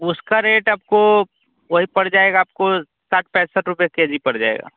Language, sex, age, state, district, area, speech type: Hindi, male, 30-45, Bihar, Vaishali, urban, conversation